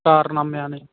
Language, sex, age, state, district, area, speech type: Punjabi, male, 18-30, Punjab, Ludhiana, rural, conversation